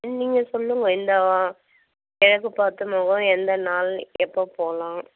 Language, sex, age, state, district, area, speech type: Tamil, female, 60+, Tamil Nadu, Vellore, rural, conversation